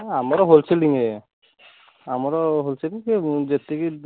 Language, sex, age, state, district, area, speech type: Odia, male, 30-45, Odisha, Kendujhar, urban, conversation